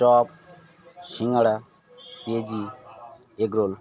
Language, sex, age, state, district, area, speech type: Bengali, male, 45-60, West Bengal, Birbhum, urban, spontaneous